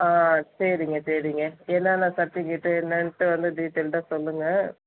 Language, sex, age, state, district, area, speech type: Tamil, female, 30-45, Tamil Nadu, Thanjavur, rural, conversation